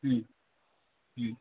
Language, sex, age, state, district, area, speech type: Tamil, male, 18-30, Tamil Nadu, Vellore, rural, conversation